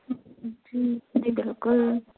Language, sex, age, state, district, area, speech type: Urdu, female, 30-45, Uttar Pradesh, Lucknow, urban, conversation